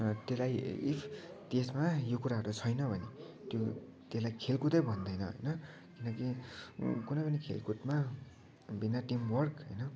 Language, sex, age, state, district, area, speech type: Nepali, male, 18-30, West Bengal, Kalimpong, rural, spontaneous